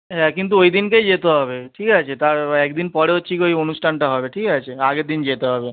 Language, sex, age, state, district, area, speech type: Bengali, male, 30-45, West Bengal, Howrah, urban, conversation